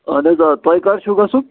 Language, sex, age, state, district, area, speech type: Kashmiri, male, 30-45, Jammu and Kashmir, Srinagar, urban, conversation